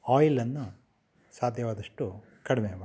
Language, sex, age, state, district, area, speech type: Kannada, male, 45-60, Karnataka, Kolar, urban, spontaneous